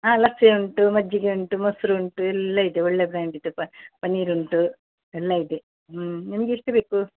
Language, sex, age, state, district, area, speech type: Kannada, female, 60+, Karnataka, Dakshina Kannada, rural, conversation